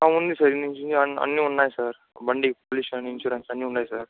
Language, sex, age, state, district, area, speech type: Telugu, male, 18-30, Andhra Pradesh, Chittoor, rural, conversation